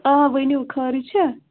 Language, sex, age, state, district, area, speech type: Kashmiri, female, 18-30, Jammu and Kashmir, Pulwama, rural, conversation